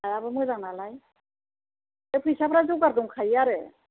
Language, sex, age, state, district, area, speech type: Bodo, female, 60+, Assam, Chirang, urban, conversation